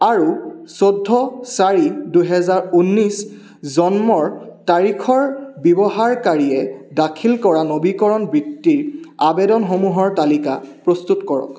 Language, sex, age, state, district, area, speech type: Assamese, male, 18-30, Assam, Charaideo, urban, read